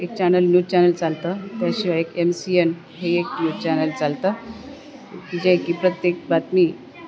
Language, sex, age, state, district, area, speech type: Marathi, female, 45-60, Maharashtra, Nanded, rural, spontaneous